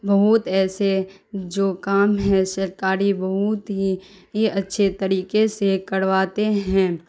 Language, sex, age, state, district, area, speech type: Urdu, female, 30-45, Bihar, Darbhanga, rural, spontaneous